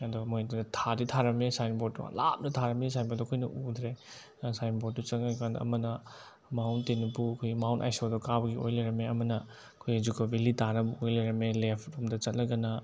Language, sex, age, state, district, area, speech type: Manipuri, male, 18-30, Manipur, Bishnupur, rural, spontaneous